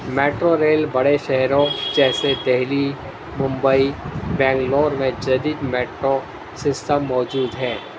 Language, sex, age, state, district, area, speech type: Urdu, male, 60+, Delhi, Central Delhi, urban, spontaneous